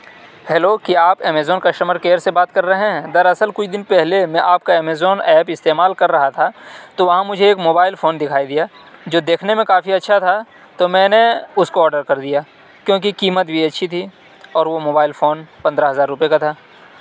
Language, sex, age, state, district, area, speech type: Urdu, male, 45-60, Uttar Pradesh, Aligarh, rural, spontaneous